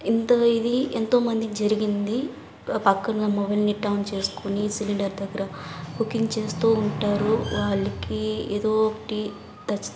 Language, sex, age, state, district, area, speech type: Telugu, female, 18-30, Andhra Pradesh, Sri Balaji, rural, spontaneous